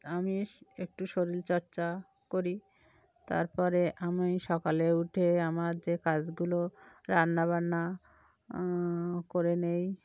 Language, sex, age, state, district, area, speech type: Bengali, female, 45-60, West Bengal, Cooch Behar, urban, spontaneous